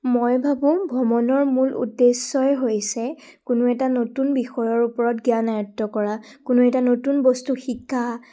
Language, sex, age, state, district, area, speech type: Assamese, female, 18-30, Assam, Majuli, urban, spontaneous